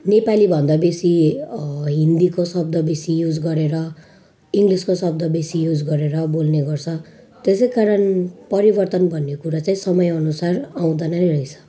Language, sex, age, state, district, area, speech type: Nepali, female, 30-45, West Bengal, Jalpaiguri, rural, spontaneous